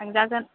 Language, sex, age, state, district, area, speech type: Bodo, female, 30-45, Assam, Chirang, rural, conversation